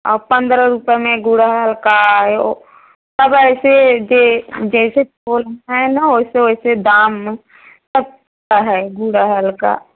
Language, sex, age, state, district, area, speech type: Hindi, female, 30-45, Uttar Pradesh, Prayagraj, urban, conversation